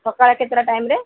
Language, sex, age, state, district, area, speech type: Odia, female, 45-60, Odisha, Sundergarh, rural, conversation